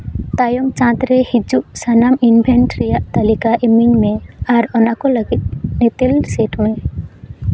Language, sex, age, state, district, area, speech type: Santali, female, 18-30, West Bengal, Jhargram, rural, read